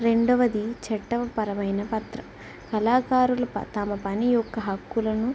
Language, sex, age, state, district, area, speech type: Telugu, female, 18-30, Telangana, Warangal, rural, spontaneous